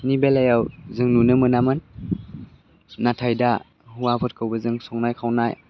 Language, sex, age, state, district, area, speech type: Bodo, male, 18-30, Assam, Baksa, rural, spontaneous